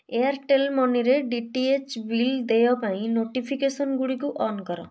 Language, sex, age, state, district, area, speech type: Odia, female, 18-30, Odisha, Kalahandi, rural, read